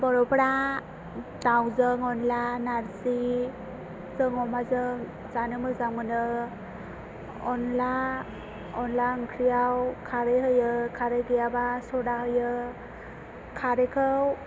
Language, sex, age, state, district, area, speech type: Bodo, female, 18-30, Assam, Chirang, rural, spontaneous